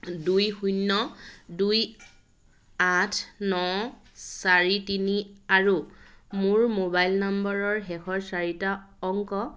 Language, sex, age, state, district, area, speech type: Assamese, female, 30-45, Assam, Dhemaji, rural, read